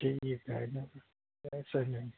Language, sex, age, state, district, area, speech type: Marathi, male, 30-45, Maharashtra, Nagpur, rural, conversation